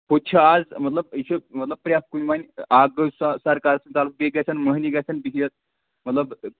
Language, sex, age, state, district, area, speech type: Kashmiri, male, 18-30, Jammu and Kashmir, Anantnag, rural, conversation